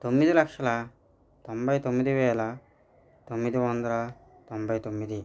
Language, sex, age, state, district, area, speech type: Telugu, male, 45-60, Andhra Pradesh, East Godavari, rural, spontaneous